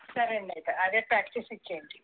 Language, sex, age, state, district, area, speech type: Telugu, female, 60+, Andhra Pradesh, Eluru, rural, conversation